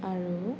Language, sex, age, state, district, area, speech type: Assamese, female, 18-30, Assam, Sonitpur, rural, spontaneous